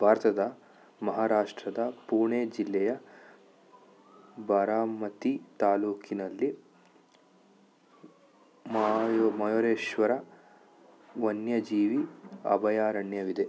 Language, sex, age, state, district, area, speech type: Kannada, male, 30-45, Karnataka, Bidar, rural, read